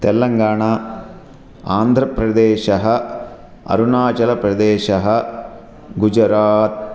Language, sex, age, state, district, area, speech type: Sanskrit, male, 45-60, Andhra Pradesh, Krishna, urban, spontaneous